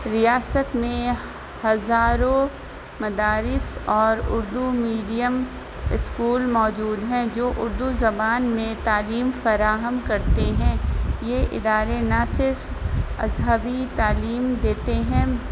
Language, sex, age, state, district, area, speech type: Urdu, female, 30-45, Uttar Pradesh, Rampur, urban, spontaneous